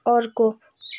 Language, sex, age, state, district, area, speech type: Nepali, female, 18-30, West Bengal, Kalimpong, rural, read